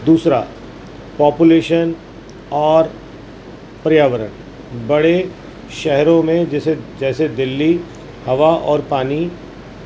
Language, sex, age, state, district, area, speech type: Urdu, male, 45-60, Uttar Pradesh, Gautam Buddha Nagar, urban, spontaneous